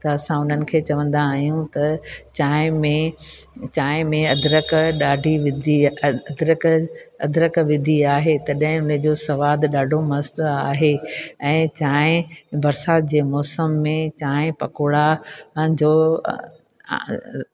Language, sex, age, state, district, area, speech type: Sindhi, female, 60+, Gujarat, Junagadh, rural, spontaneous